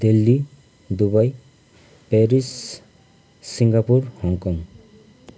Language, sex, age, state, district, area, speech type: Nepali, male, 45-60, West Bengal, Kalimpong, rural, spontaneous